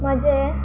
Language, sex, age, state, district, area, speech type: Goan Konkani, female, 18-30, Goa, Quepem, rural, spontaneous